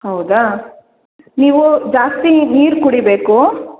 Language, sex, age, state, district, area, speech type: Kannada, female, 30-45, Karnataka, Shimoga, rural, conversation